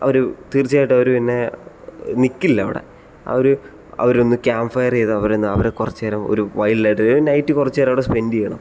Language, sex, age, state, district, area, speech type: Malayalam, male, 18-30, Kerala, Kottayam, rural, spontaneous